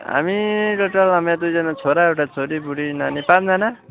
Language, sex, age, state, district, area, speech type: Nepali, male, 18-30, West Bengal, Kalimpong, rural, conversation